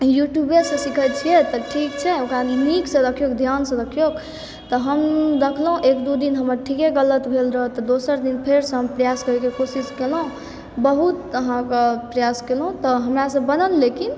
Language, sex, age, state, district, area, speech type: Maithili, male, 30-45, Bihar, Supaul, rural, spontaneous